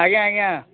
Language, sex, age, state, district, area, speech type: Odia, male, 45-60, Odisha, Nuapada, urban, conversation